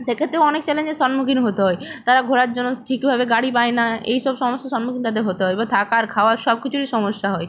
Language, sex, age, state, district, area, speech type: Bengali, female, 30-45, West Bengal, Purba Medinipur, rural, spontaneous